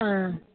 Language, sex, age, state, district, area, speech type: Tamil, female, 45-60, Tamil Nadu, Nilgiris, rural, conversation